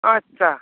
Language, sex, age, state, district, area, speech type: Bengali, male, 60+, West Bengal, North 24 Parganas, rural, conversation